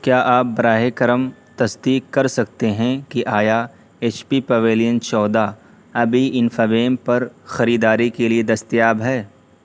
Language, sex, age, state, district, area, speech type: Urdu, male, 18-30, Uttar Pradesh, Siddharthnagar, rural, read